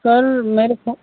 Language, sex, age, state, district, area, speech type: Hindi, male, 30-45, Uttar Pradesh, Mau, rural, conversation